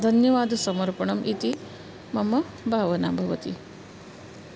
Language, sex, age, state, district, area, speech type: Sanskrit, female, 45-60, Maharashtra, Nagpur, urban, spontaneous